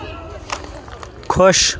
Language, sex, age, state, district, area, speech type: Kashmiri, male, 30-45, Jammu and Kashmir, Kupwara, rural, read